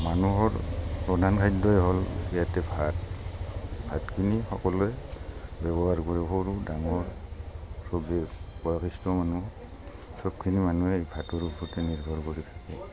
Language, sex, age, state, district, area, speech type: Assamese, male, 45-60, Assam, Barpeta, rural, spontaneous